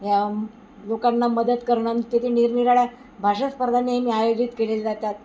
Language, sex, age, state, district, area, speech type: Marathi, female, 60+, Maharashtra, Wardha, urban, spontaneous